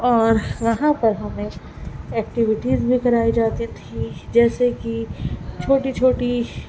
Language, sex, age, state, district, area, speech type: Urdu, female, 18-30, Delhi, Central Delhi, urban, spontaneous